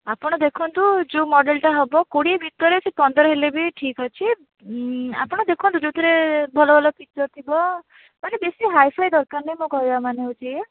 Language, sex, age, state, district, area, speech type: Odia, female, 30-45, Odisha, Bhadrak, rural, conversation